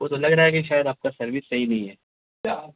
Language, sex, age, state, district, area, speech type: Urdu, male, 18-30, Bihar, Gaya, urban, conversation